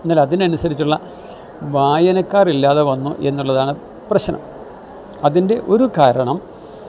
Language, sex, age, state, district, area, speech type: Malayalam, male, 60+, Kerala, Kottayam, rural, spontaneous